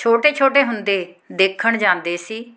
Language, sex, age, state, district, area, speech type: Punjabi, female, 45-60, Punjab, Fatehgarh Sahib, rural, spontaneous